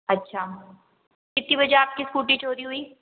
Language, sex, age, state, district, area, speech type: Hindi, female, 18-30, Rajasthan, Jodhpur, urban, conversation